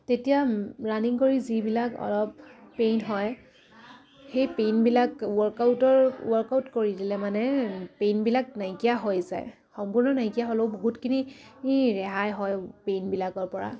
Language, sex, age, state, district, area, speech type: Assamese, female, 18-30, Assam, Dibrugarh, rural, spontaneous